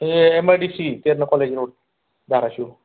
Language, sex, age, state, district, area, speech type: Marathi, male, 30-45, Maharashtra, Osmanabad, rural, conversation